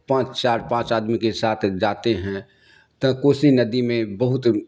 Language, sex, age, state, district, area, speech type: Urdu, male, 60+, Bihar, Darbhanga, rural, spontaneous